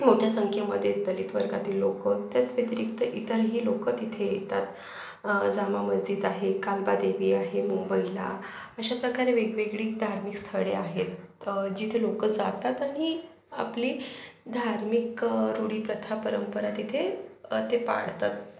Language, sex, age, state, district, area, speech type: Marathi, female, 30-45, Maharashtra, Yavatmal, urban, spontaneous